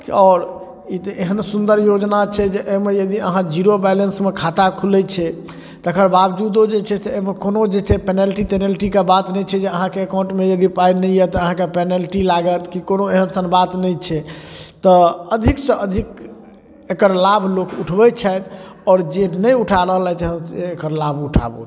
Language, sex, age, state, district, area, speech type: Maithili, male, 30-45, Bihar, Darbhanga, urban, spontaneous